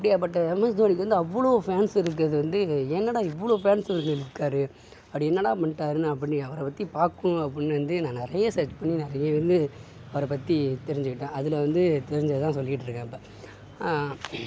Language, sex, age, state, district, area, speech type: Tamil, male, 60+, Tamil Nadu, Sivaganga, urban, spontaneous